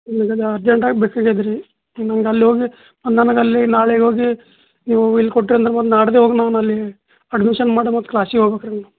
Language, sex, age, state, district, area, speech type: Kannada, male, 30-45, Karnataka, Bidar, rural, conversation